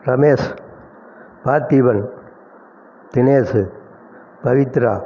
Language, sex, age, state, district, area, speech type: Tamil, male, 60+, Tamil Nadu, Erode, urban, spontaneous